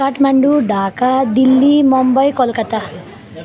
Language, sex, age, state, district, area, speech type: Nepali, female, 18-30, West Bengal, Alipurduar, urban, spontaneous